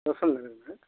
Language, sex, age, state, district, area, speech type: Hindi, male, 60+, Uttar Pradesh, Ayodhya, rural, conversation